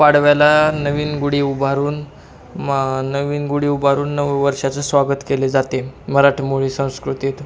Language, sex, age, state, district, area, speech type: Marathi, male, 18-30, Maharashtra, Osmanabad, rural, spontaneous